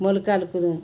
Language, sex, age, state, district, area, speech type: Telugu, female, 60+, Telangana, Peddapalli, rural, spontaneous